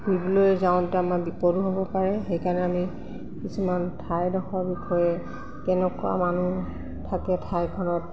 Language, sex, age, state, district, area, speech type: Assamese, female, 45-60, Assam, Golaghat, urban, spontaneous